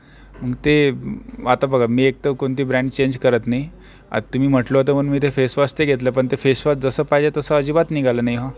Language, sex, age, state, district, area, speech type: Marathi, male, 18-30, Maharashtra, Akola, rural, spontaneous